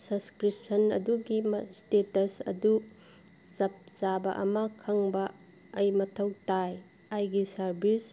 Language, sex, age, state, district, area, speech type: Manipuri, female, 45-60, Manipur, Kangpokpi, urban, read